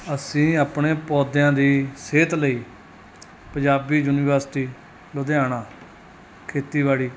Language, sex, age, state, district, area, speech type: Punjabi, male, 30-45, Punjab, Mansa, urban, spontaneous